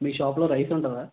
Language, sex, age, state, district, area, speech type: Telugu, male, 18-30, Andhra Pradesh, Konaseema, rural, conversation